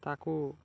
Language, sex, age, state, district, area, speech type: Odia, male, 18-30, Odisha, Balangir, urban, spontaneous